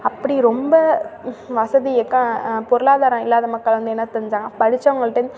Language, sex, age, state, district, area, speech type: Tamil, female, 30-45, Tamil Nadu, Thanjavur, urban, spontaneous